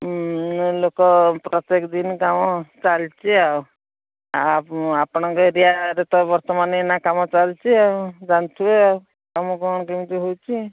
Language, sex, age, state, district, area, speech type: Odia, female, 60+, Odisha, Jharsuguda, rural, conversation